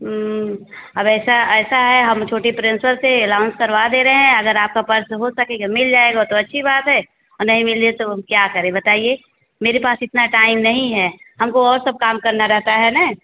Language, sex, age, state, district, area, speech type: Hindi, female, 45-60, Uttar Pradesh, Azamgarh, rural, conversation